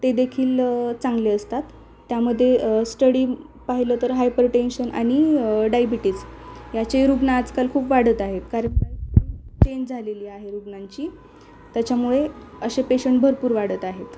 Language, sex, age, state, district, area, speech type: Marathi, female, 18-30, Maharashtra, Osmanabad, rural, spontaneous